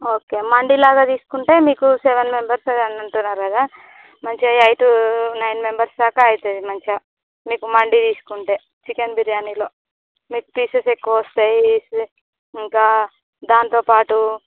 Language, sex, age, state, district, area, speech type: Telugu, female, 18-30, Andhra Pradesh, Visakhapatnam, urban, conversation